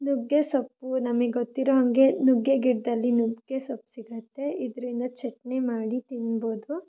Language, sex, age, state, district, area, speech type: Kannada, female, 18-30, Karnataka, Shimoga, rural, spontaneous